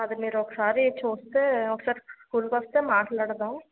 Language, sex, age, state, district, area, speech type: Telugu, female, 18-30, Andhra Pradesh, Konaseema, urban, conversation